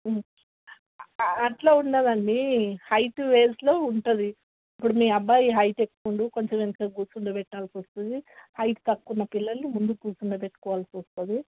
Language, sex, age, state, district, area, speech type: Telugu, female, 60+, Telangana, Hyderabad, urban, conversation